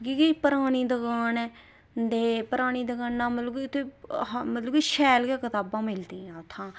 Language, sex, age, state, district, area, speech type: Dogri, female, 30-45, Jammu and Kashmir, Reasi, rural, spontaneous